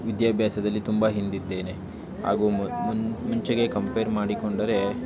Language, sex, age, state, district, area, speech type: Kannada, male, 18-30, Karnataka, Tumkur, rural, spontaneous